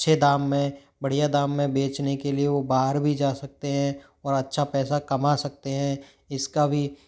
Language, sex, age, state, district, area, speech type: Hindi, male, 30-45, Rajasthan, Jodhpur, rural, spontaneous